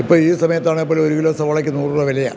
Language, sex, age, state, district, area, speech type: Malayalam, male, 60+, Kerala, Kottayam, rural, spontaneous